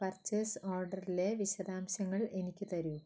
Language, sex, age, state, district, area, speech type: Malayalam, female, 60+, Kerala, Wayanad, rural, read